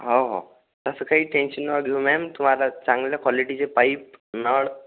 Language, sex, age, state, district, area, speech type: Marathi, male, 18-30, Maharashtra, Akola, rural, conversation